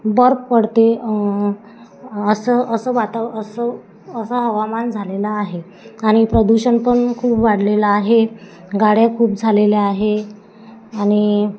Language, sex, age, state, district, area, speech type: Marathi, female, 45-60, Maharashtra, Wardha, rural, spontaneous